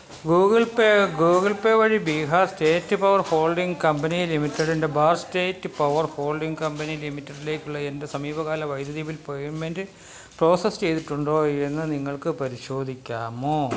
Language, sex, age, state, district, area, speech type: Malayalam, male, 45-60, Kerala, Kottayam, urban, read